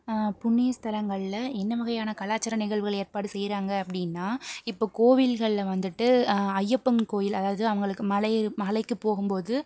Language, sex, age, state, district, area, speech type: Tamil, female, 18-30, Tamil Nadu, Pudukkottai, rural, spontaneous